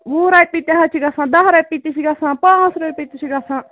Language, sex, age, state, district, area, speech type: Kashmiri, female, 45-60, Jammu and Kashmir, Ganderbal, rural, conversation